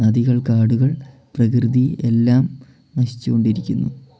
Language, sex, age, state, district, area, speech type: Malayalam, male, 18-30, Kerala, Wayanad, rural, spontaneous